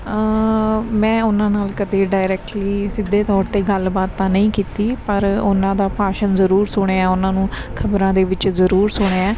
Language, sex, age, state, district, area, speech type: Punjabi, female, 30-45, Punjab, Mansa, urban, spontaneous